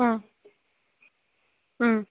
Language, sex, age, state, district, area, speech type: Manipuri, female, 18-30, Manipur, Kangpokpi, urban, conversation